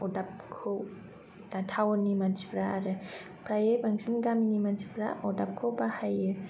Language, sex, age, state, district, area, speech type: Bodo, female, 30-45, Assam, Kokrajhar, urban, spontaneous